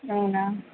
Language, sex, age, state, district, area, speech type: Telugu, female, 18-30, Andhra Pradesh, Sri Satya Sai, urban, conversation